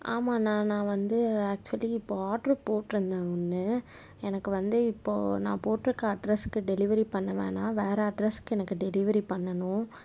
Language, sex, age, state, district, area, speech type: Tamil, female, 18-30, Tamil Nadu, Tiruppur, rural, spontaneous